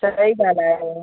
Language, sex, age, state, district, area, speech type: Sindhi, female, 18-30, Delhi, South Delhi, urban, conversation